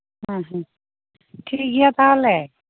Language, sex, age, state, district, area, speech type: Santali, female, 45-60, West Bengal, Birbhum, rural, conversation